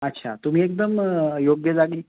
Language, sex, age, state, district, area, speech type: Marathi, male, 30-45, Maharashtra, Nashik, urban, conversation